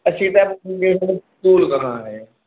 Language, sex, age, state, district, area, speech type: Hindi, male, 45-60, Uttar Pradesh, Sitapur, rural, conversation